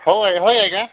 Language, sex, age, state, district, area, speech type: Odia, male, 45-60, Odisha, Nabarangpur, rural, conversation